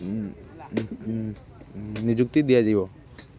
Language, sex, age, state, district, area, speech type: Odia, male, 18-30, Odisha, Kendrapara, urban, spontaneous